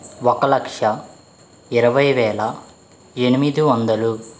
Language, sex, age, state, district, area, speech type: Telugu, male, 18-30, Andhra Pradesh, East Godavari, urban, spontaneous